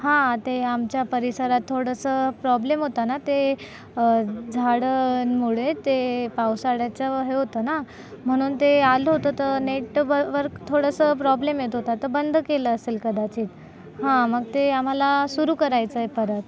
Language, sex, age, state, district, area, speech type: Marathi, female, 18-30, Maharashtra, Nashik, urban, spontaneous